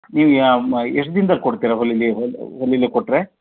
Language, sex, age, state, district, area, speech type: Kannada, male, 45-60, Karnataka, Shimoga, rural, conversation